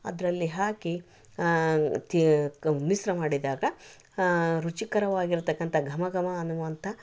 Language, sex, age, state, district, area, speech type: Kannada, female, 60+, Karnataka, Koppal, rural, spontaneous